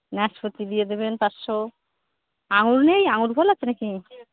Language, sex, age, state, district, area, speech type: Bengali, female, 45-60, West Bengal, Purba Bardhaman, rural, conversation